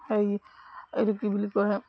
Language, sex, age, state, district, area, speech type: Assamese, female, 60+, Assam, Dibrugarh, rural, spontaneous